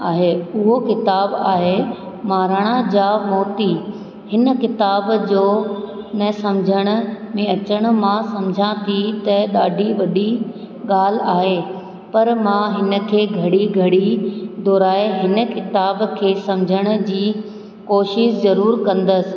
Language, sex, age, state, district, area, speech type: Sindhi, female, 30-45, Rajasthan, Ajmer, urban, spontaneous